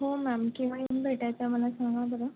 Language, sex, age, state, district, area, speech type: Marathi, female, 30-45, Maharashtra, Nagpur, rural, conversation